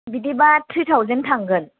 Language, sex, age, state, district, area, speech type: Bodo, female, 18-30, Assam, Kokrajhar, rural, conversation